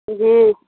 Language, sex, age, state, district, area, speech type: Urdu, female, 60+, Bihar, Khagaria, rural, conversation